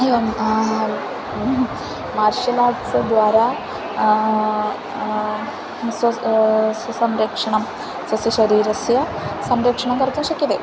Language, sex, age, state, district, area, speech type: Sanskrit, female, 18-30, Kerala, Thrissur, rural, spontaneous